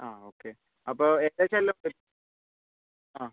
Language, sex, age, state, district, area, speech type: Malayalam, male, 18-30, Kerala, Kozhikode, urban, conversation